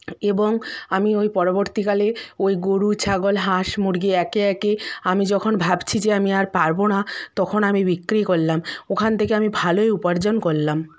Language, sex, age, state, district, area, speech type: Bengali, female, 30-45, West Bengal, Purba Medinipur, rural, spontaneous